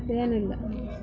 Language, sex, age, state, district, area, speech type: Kannada, female, 60+, Karnataka, Udupi, rural, spontaneous